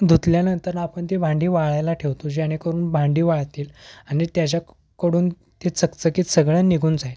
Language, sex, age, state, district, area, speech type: Marathi, male, 18-30, Maharashtra, Kolhapur, urban, spontaneous